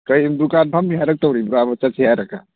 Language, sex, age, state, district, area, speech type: Manipuri, male, 30-45, Manipur, Thoubal, rural, conversation